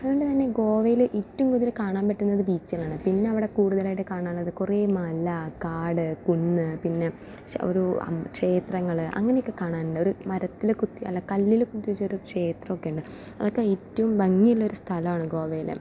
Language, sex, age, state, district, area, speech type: Malayalam, female, 18-30, Kerala, Palakkad, rural, spontaneous